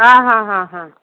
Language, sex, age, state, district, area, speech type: Odia, female, 30-45, Odisha, Ganjam, urban, conversation